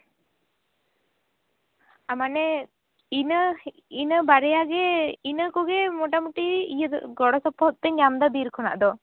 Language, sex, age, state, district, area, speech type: Santali, female, 18-30, West Bengal, Jhargram, rural, conversation